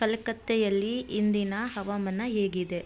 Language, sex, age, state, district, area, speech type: Kannada, female, 30-45, Karnataka, Mysore, urban, read